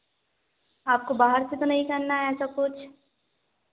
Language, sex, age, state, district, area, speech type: Hindi, female, 18-30, Madhya Pradesh, Narsinghpur, rural, conversation